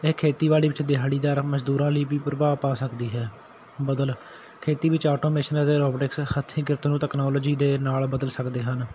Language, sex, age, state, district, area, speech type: Punjabi, male, 18-30, Punjab, Patiala, urban, spontaneous